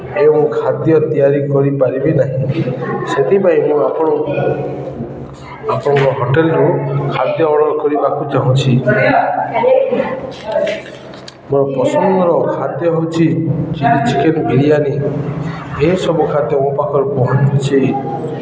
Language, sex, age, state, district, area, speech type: Odia, male, 30-45, Odisha, Balangir, urban, spontaneous